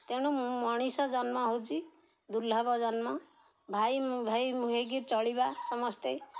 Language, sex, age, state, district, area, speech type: Odia, female, 60+, Odisha, Jagatsinghpur, rural, spontaneous